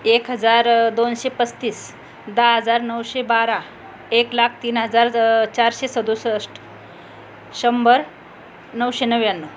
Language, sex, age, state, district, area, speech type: Marathi, female, 45-60, Maharashtra, Buldhana, rural, spontaneous